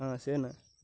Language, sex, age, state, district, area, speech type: Tamil, male, 18-30, Tamil Nadu, Nagapattinam, rural, spontaneous